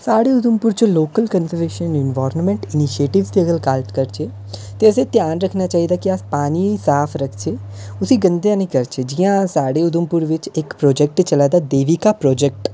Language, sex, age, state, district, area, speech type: Dogri, male, 18-30, Jammu and Kashmir, Udhampur, urban, spontaneous